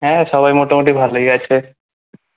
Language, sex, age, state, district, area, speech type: Bengali, male, 18-30, West Bengal, Kolkata, urban, conversation